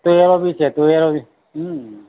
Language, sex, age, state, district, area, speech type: Gujarati, male, 45-60, Gujarat, Narmada, rural, conversation